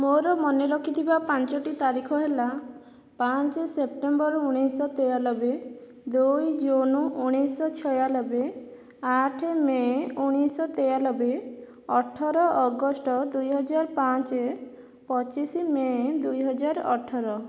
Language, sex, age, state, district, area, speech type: Odia, female, 45-60, Odisha, Boudh, rural, spontaneous